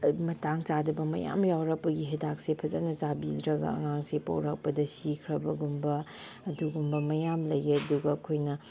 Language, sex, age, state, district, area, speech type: Manipuri, female, 30-45, Manipur, Chandel, rural, spontaneous